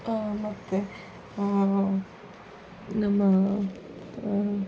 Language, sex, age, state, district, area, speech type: Kannada, female, 30-45, Karnataka, Kolar, urban, spontaneous